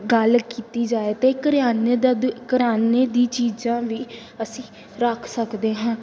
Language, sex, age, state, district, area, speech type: Punjabi, female, 18-30, Punjab, Gurdaspur, rural, spontaneous